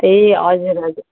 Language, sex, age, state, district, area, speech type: Nepali, female, 18-30, West Bengal, Darjeeling, rural, conversation